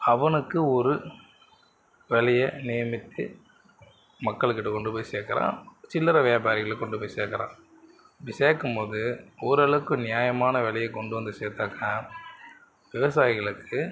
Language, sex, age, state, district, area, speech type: Tamil, male, 60+, Tamil Nadu, Mayiladuthurai, rural, spontaneous